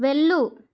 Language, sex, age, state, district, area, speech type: Telugu, female, 30-45, Andhra Pradesh, Kakinada, rural, read